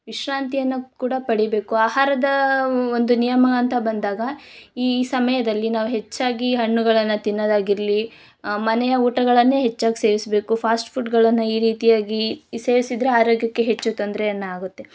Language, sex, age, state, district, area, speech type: Kannada, female, 18-30, Karnataka, Chikkamagaluru, rural, spontaneous